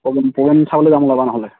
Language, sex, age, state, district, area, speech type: Assamese, male, 18-30, Assam, Sivasagar, rural, conversation